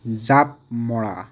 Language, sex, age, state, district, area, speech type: Assamese, male, 18-30, Assam, Nagaon, rural, read